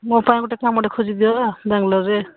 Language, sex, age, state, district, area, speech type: Odia, female, 60+, Odisha, Angul, rural, conversation